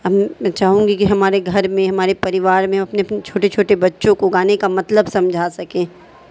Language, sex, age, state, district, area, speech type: Urdu, female, 18-30, Bihar, Darbhanga, rural, spontaneous